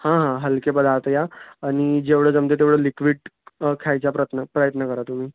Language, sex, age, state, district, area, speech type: Marathi, male, 18-30, Maharashtra, Wardha, rural, conversation